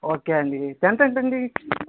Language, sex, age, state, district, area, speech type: Telugu, male, 18-30, Andhra Pradesh, Visakhapatnam, rural, conversation